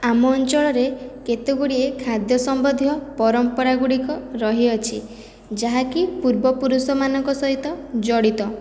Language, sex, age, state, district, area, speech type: Odia, female, 18-30, Odisha, Khordha, rural, spontaneous